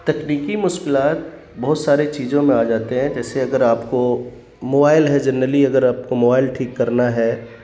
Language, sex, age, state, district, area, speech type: Urdu, male, 30-45, Bihar, Khagaria, rural, spontaneous